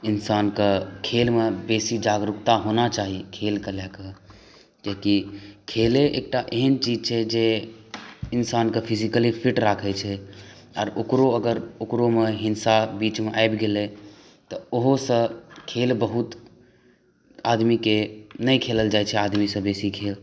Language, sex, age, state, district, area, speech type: Maithili, male, 18-30, Bihar, Saharsa, rural, spontaneous